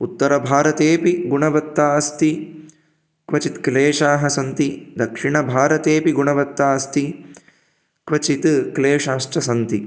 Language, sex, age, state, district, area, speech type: Sanskrit, male, 18-30, Karnataka, Chikkamagaluru, rural, spontaneous